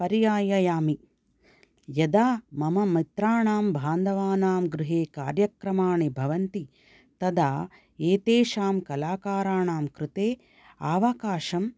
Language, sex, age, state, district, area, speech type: Sanskrit, female, 45-60, Karnataka, Bangalore Urban, urban, spontaneous